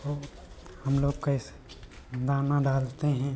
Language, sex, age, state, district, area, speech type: Hindi, male, 45-60, Uttar Pradesh, Hardoi, rural, spontaneous